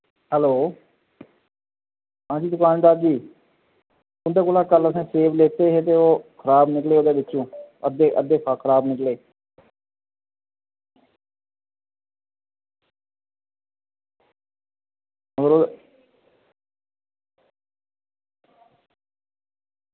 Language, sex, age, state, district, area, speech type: Dogri, male, 30-45, Jammu and Kashmir, Reasi, rural, conversation